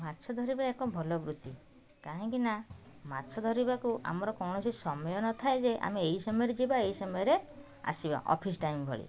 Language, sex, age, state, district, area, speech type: Odia, female, 45-60, Odisha, Puri, urban, spontaneous